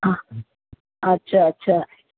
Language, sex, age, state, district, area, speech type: Sindhi, female, 60+, Uttar Pradesh, Lucknow, urban, conversation